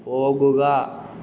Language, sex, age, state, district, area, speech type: Malayalam, male, 18-30, Kerala, Kozhikode, urban, read